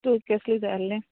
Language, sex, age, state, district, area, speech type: Goan Konkani, female, 30-45, Goa, Murmgao, rural, conversation